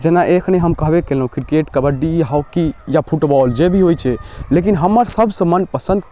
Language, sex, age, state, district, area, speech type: Maithili, male, 18-30, Bihar, Darbhanga, rural, spontaneous